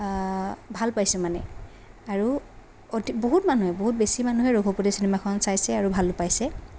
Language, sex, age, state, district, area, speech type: Assamese, female, 18-30, Assam, Lakhimpur, rural, spontaneous